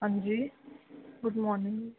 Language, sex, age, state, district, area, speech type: Punjabi, female, 30-45, Punjab, Ludhiana, urban, conversation